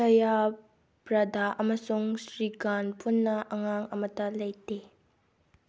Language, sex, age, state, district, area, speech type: Manipuri, female, 18-30, Manipur, Bishnupur, rural, read